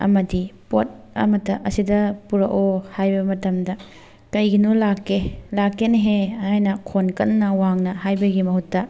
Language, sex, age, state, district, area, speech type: Manipuri, female, 18-30, Manipur, Thoubal, urban, spontaneous